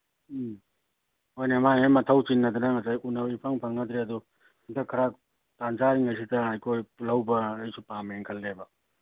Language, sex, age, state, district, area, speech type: Manipuri, male, 60+, Manipur, Kakching, rural, conversation